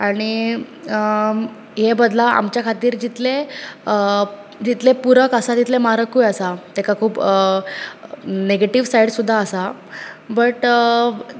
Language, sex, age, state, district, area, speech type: Goan Konkani, female, 18-30, Goa, Bardez, urban, spontaneous